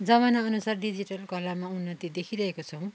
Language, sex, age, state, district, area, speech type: Nepali, female, 45-60, West Bengal, Darjeeling, rural, spontaneous